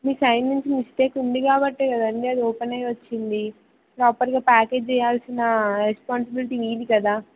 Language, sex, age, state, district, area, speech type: Telugu, female, 18-30, Telangana, Siddipet, rural, conversation